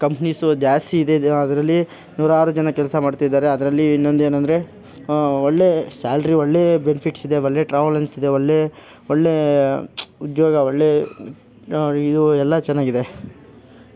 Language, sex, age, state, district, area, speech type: Kannada, male, 18-30, Karnataka, Kolar, rural, spontaneous